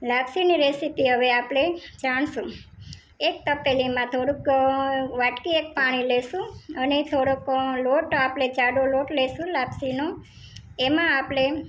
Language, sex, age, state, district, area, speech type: Gujarati, female, 45-60, Gujarat, Rajkot, rural, spontaneous